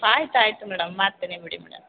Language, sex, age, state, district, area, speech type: Kannada, female, 45-60, Karnataka, Chamarajanagar, rural, conversation